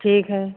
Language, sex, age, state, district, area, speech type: Hindi, female, 60+, Uttar Pradesh, Sitapur, rural, conversation